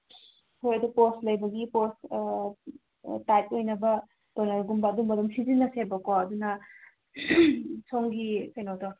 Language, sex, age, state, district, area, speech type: Manipuri, female, 30-45, Manipur, Imphal East, rural, conversation